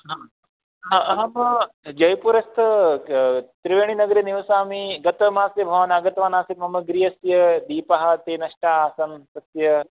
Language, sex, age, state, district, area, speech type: Sanskrit, male, 18-30, Rajasthan, Jodhpur, rural, conversation